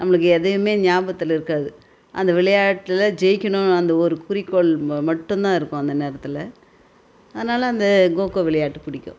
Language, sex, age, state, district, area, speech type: Tamil, female, 45-60, Tamil Nadu, Tiruvannamalai, rural, spontaneous